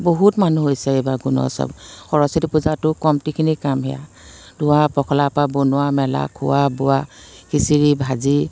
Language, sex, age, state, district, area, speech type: Assamese, female, 45-60, Assam, Biswanath, rural, spontaneous